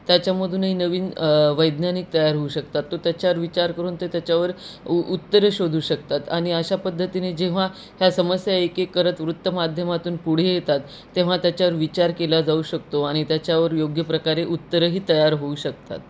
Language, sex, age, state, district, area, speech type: Marathi, female, 30-45, Maharashtra, Nanded, urban, spontaneous